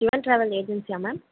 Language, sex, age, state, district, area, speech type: Tamil, female, 18-30, Tamil Nadu, Mayiladuthurai, urban, conversation